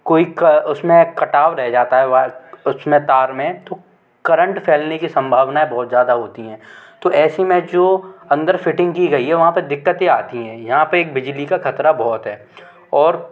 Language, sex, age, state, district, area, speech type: Hindi, male, 18-30, Madhya Pradesh, Gwalior, urban, spontaneous